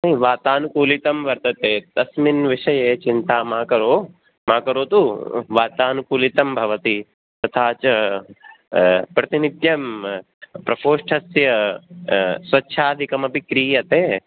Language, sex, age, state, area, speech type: Sanskrit, male, 18-30, Rajasthan, urban, conversation